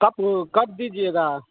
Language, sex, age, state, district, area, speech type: Hindi, male, 30-45, Bihar, Darbhanga, rural, conversation